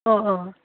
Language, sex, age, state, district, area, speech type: Assamese, female, 30-45, Assam, Udalguri, rural, conversation